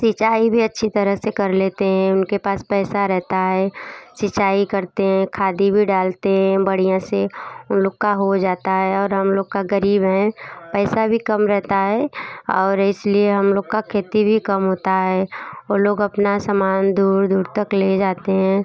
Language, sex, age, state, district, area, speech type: Hindi, female, 30-45, Uttar Pradesh, Bhadohi, rural, spontaneous